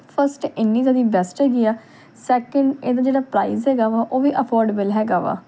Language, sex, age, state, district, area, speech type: Punjabi, female, 18-30, Punjab, Tarn Taran, urban, spontaneous